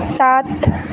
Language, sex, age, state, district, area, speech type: Marathi, female, 18-30, Maharashtra, Wardha, rural, read